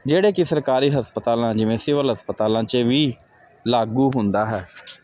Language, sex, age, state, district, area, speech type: Punjabi, male, 30-45, Punjab, Jalandhar, urban, spontaneous